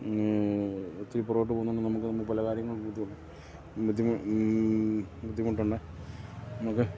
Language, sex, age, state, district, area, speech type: Malayalam, male, 45-60, Kerala, Kottayam, rural, spontaneous